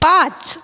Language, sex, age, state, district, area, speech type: Marathi, female, 30-45, Maharashtra, Buldhana, urban, read